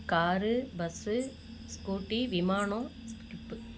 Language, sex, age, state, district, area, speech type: Tamil, female, 45-60, Tamil Nadu, Ariyalur, rural, spontaneous